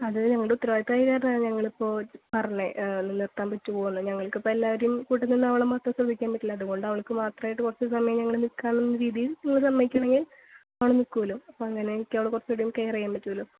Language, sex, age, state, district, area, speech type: Malayalam, female, 18-30, Kerala, Thrissur, rural, conversation